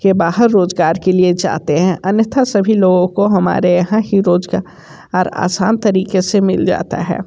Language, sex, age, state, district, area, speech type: Hindi, male, 60+, Uttar Pradesh, Sonbhadra, rural, spontaneous